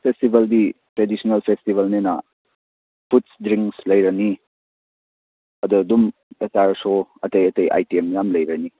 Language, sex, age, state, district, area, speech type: Manipuri, male, 18-30, Manipur, Churachandpur, rural, conversation